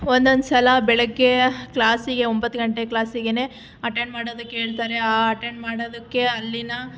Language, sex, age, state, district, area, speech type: Kannada, female, 18-30, Karnataka, Chitradurga, urban, spontaneous